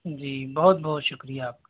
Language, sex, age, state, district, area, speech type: Urdu, male, 18-30, Delhi, North East Delhi, rural, conversation